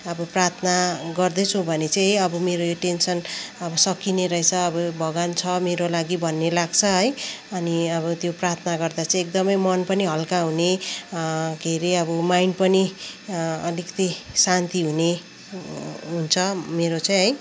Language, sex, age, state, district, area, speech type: Nepali, female, 30-45, West Bengal, Kalimpong, rural, spontaneous